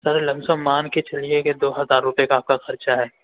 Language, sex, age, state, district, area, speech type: Urdu, male, 60+, Uttar Pradesh, Lucknow, rural, conversation